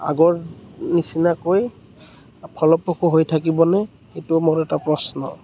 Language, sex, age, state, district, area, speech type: Assamese, male, 30-45, Assam, Kamrup Metropolitan, urban, spontaneous